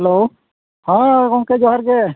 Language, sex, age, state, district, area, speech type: Santali, male, 45-60, Odisha, Mayurbhanj, rural, conversation